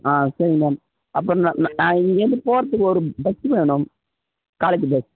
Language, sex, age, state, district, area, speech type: Tamil, male, 18-30, Tamil Nadu, Cuddalore, rural, conversation